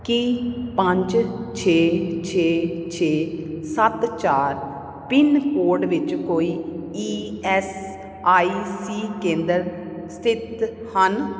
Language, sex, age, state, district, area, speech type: Punjabi, female, 45-60, Punjab, Jalandhar, urban, read